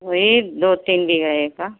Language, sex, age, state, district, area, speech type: Hindi, female, 60+, Uttar Pradesh, Mau, rural, conversation